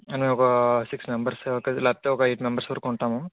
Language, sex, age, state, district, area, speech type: Telugu, male, 60+, Andhra Pradesh, Kakinada, rural, conversation